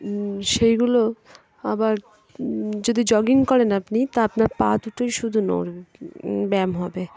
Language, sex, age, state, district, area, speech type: Bengali, female, 18-30, West Bengal, Dakshin Dinajpur, urban, spontaneous